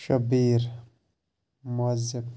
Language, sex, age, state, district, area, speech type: Kashmiri, male, 30-45, Jammu and Kashmir, Shopian, urban, spontaneous